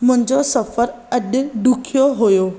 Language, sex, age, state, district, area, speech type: Sindhi, female, 18-30, Maharashtra, Thane, urban, read